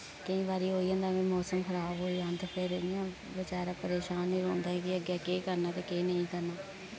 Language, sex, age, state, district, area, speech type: Dogri, female, 18-30, Jammu and Kashmir, Kathua, rural, spontaneous